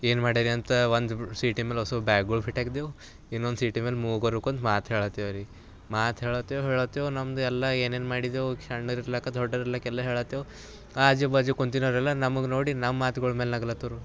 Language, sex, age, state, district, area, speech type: Kannada, male, 18-30, Karnataka, Bidar, urban, spontaneous